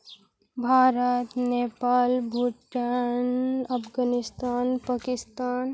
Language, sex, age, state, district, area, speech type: Santali, female, 18-30, Jharkhand, Seraikela Kharsawan, rural, spontaneous